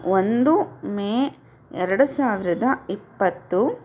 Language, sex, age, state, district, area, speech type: Kannada, female, 18-30, Karnataka, Chitradurga, rural, spontaneous